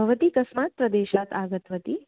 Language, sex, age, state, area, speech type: Sanskrit, female, 30-45, Delhi, urban, conversation